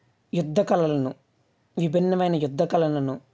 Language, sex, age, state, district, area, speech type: Telugu, male, 45-60, Andhra Pradesh, West Godavari, rural, spontaneous